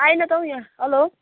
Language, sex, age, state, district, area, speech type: Nepali, female, 45-60, West Bengal, Kalimpong, rural, conversation